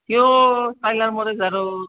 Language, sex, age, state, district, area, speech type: Assamese, female, 45-60, Assam, Barpeta, rural, conversation